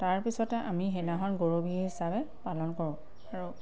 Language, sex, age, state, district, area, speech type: Assamese, female, 30-45, Assam, Sivasagar, rural, spontaneous